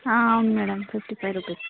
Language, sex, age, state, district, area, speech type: Telugu, female, 30-45, Telangana, Hanamkonda, rural, conversation